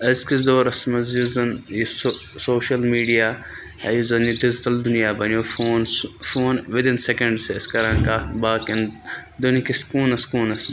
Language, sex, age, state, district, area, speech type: Kashmiri, male, 18-30, Jammu and Kashmir, Budgam, rural, spontaneous